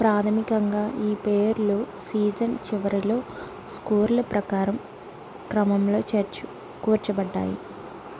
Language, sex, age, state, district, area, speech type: Telugu, female, 30-45, Telangana, Mancherial, rural, read